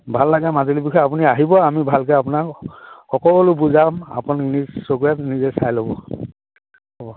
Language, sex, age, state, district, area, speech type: Assamese, male, 60+, Assam, Dhemaji, rural, conversation